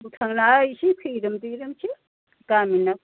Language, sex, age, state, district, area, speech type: Bodo, female, 60+, Assam, Kokrajhar, urban, conversation